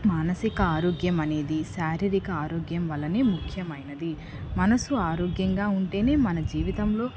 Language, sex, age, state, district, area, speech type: Telugu, female, 18-30, Andhra Pradesh, Nellore, rural, spontaneous